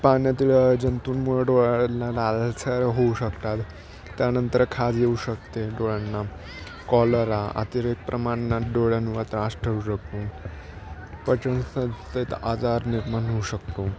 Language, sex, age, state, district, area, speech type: Marathi, male, 18-30, Maharashtra, Nashik, urban, spontaneous